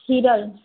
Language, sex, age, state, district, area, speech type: Gujarati, female, 30-45, Gujarat, Anand, rural, conversation